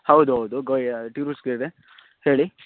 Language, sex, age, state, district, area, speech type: Kannada, male, 18-30, Karnataka, Shimoga, rural, conversation